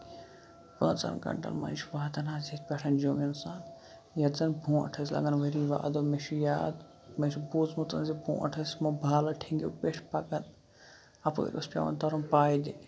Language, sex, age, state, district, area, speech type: Kashmiri, male, 18-30, Jammu and Kashmir, Shopian, rural, spontaneous